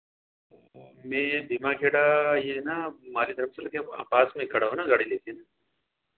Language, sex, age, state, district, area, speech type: Hindi, male, 30-45, Madhya Pradesh, Ujjain, urban, conversation